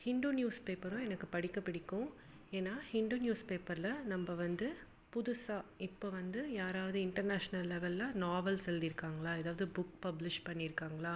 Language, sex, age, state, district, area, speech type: Tamil, female, 30-45, Tamil Nadu, Salem, urban, spontaneous